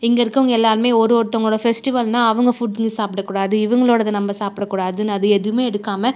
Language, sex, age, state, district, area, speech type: Tamil, female, 30-45, Tamil Nadu, Cuddalore, urban, spontaneous